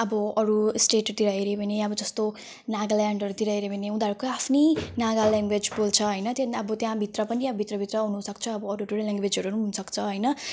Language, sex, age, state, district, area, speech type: Nepali, female, 18-30, West Bengal, Jalpaiguri, urban, spontaneous